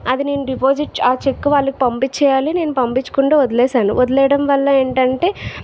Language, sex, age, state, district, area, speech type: Telugu, female, 60+, Andhra Pradesh, Vizianagaram, rural, spontaneous